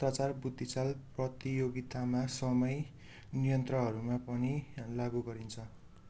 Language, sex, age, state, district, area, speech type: Nepali, male, 18-30, West Bengal, Darjeeling, rural, read